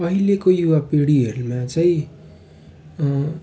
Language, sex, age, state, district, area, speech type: Nepali, male, 18-30, West Bengal, Darjeeling, rural, spontaneous